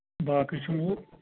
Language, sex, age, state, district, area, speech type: Kashmiri, male, 45-60, Jammu and Kashmir, Anantnag, rural, conversation